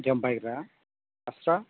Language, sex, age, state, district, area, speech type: Bodo, male, 45-60, Assam, Chirang, urban, conversation